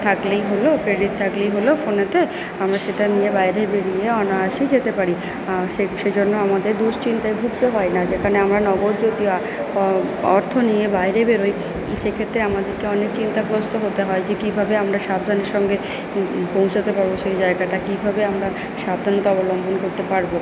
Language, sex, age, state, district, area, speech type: Bengali, female, 45-60, West Bengal, Purba Bardhaman, rural, spontaneous